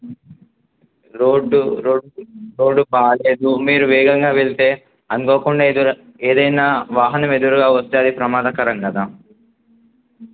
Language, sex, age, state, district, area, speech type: Telugu, male, 18-30, Telangana, Adilabad, rural, conversation